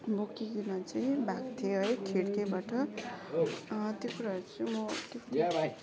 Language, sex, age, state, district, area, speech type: Nepali, female, 18-30, West Bengal, Kalimpong, rural, spontaneous